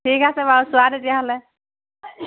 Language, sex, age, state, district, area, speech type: Assamese, female, 30-45, Assam, Sivasagar, rural, conversation